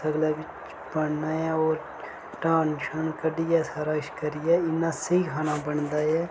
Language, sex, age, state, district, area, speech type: Dogri, male, 18-30, Jammu and Kashmir, Reasi, rural, spontaneous